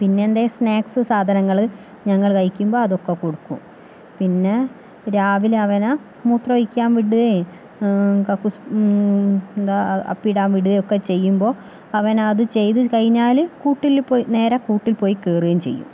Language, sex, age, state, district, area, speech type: Malayalam, female, 18-30, Kerala, Kozhikode, urban, spontaneous